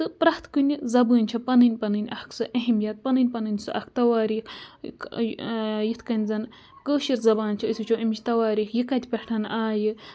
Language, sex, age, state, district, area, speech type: Kashmiri, female, 30-45, Jammu and Kashmir, Budgam, rural, spontaneous